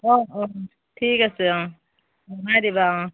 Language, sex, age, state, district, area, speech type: Assamese, female, 30-45, Assam, Jorhat, urban, conversation